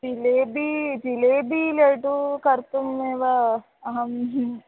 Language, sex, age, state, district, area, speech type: Sanskrit, female, 18-30, Kerala, Wayanad, rural, conversation